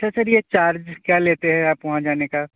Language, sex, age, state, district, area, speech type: Urdu, male, 30-45, Uttar Pradesh, Balrampur, rural, conversation